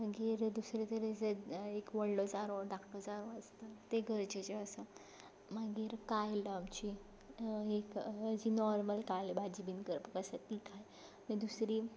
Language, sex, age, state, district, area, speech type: Goan Konkani, female, 18-30, Goa, Tiswadi, rural, spontaneous